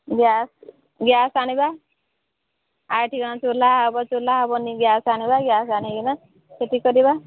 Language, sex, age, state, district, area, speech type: Odia, female, 45-60, Odisha, Sambalpur, rural, conversation